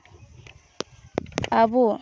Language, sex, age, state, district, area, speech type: Santali, female, 18-30, West Bengal, Purulia, rural, spontaneous